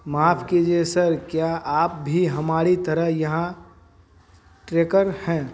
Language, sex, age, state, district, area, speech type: Hindi, male, 30-45, Bihar, Vaishali, rural, read